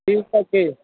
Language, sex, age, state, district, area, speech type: Bengali, male, 60+, West Bengal, Hooghly, rural, conversation